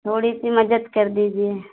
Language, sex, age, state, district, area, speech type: Hindi, female, 60+, Uttar Pradesh, Hardoi, rural, conversation